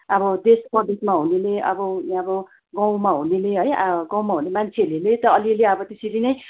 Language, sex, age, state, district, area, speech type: Nepali, female, 45-60, West Bengal, Darjeeling, rural, conversation